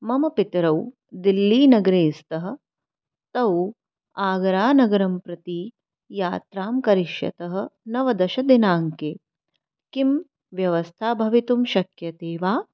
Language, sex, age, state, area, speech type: Sanskrit, female, 30-45, Delhi, urban, spontaneous